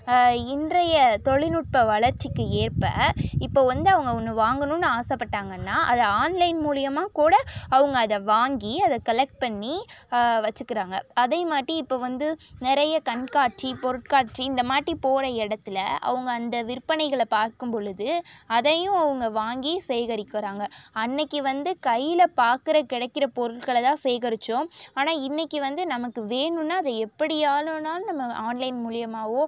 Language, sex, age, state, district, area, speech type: Tamil, female, 18-30, Tamil Nadu, Sivaganga, rural, spontaneous